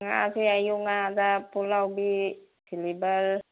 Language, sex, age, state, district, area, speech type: Manipuri, female, 60+, Manipur, Kangpokpi, urban, conversation